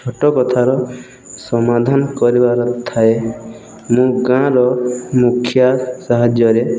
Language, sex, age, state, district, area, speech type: Odia, male, 18-30, Odisha, Boudh, rural, spontaneous